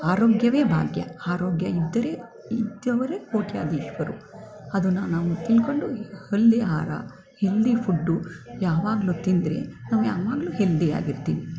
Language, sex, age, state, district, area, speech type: Kannada, female, 60+, Karnataka, Mysore, urban, spontaneous